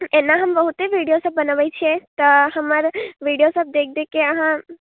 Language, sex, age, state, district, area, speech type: Maithili, female, 18-30, Bihar, Muzaffarpur, rural, conversation